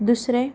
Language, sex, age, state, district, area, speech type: Goan Konkani, female, 18-30, Goa, Canacona, rural, spontaneous